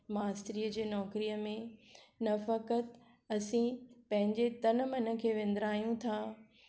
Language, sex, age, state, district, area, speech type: Sindhi, female, 60+, Maharashtra, Thane, urban, spontaneous